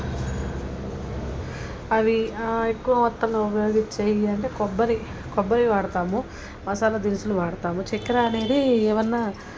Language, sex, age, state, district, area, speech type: Telugu, female, 30-45, Telangana, Peddapalli, rural, spontaneous